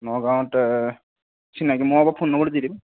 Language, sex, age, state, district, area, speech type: Assamese, male, 18-30, Assam, Nagaon, rural, conversation